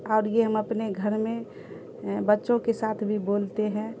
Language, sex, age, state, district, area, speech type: Urdu, female, 30-45, Bihar, Khagaria, rural, spontaneous